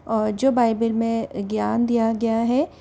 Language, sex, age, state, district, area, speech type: Hindi, female, 45-60, Rajasthan, Jaipur, urban, spontaneous